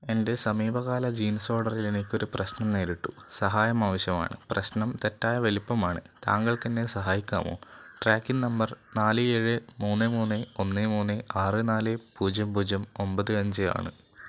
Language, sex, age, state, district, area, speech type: Malayalam, male, 18-30, Kerala, Wayanad, rural, read